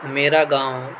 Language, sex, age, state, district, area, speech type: Urdu, male, 18-30, Delhi, South Delhi, urban, spontaneous